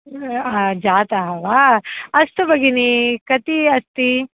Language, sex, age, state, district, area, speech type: Sanskrit, female, 30-45, Karnataka, Dharwad, urban, conversation